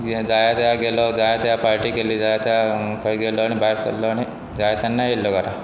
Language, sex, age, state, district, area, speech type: Goan Konkani, male, 45-60, Goa, Pernem, rural, spontaneous